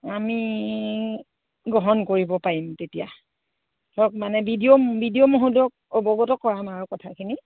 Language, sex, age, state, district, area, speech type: Assamese, female, 45-60, Assam, Sivasagar, rural, conversation